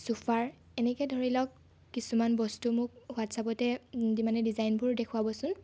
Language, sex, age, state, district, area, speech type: Assamese, female, 18-30, Assam, Lakhimpur, urban, spontaneous